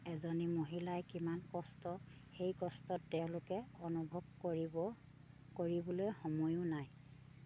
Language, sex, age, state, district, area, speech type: Assamese, female, 30-45, Assam, Sivasagar, rural, spontaneous